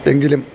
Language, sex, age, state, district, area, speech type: Malayalam, male, 60+, Kerala, Idukki, rural, spontaneous